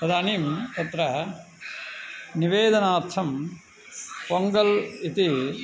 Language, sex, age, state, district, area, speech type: Sanskrit, male, 45-60, Tamil Nadu, Tiruvannamalai, urban, spontaneous